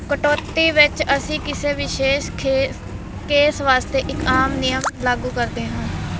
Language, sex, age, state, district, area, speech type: Punjabi, female, 30-45, Punjab, Mansa, urban, read